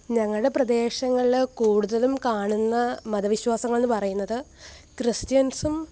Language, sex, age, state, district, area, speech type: Malayalam, female, 18-30, Kerala, Alappuzha, rural, spontaneous